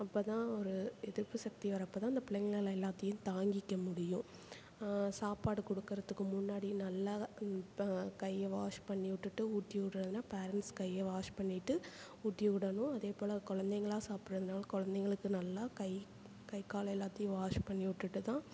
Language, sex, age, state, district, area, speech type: Tamil, female, 45-60, Tamil Nadu, Perambalur, urban, spontaneous